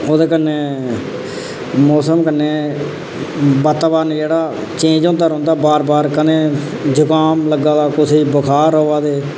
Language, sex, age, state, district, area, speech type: Dogri, male, 30-45, Jammu and Kashmir, Reasi, rural, spontaneous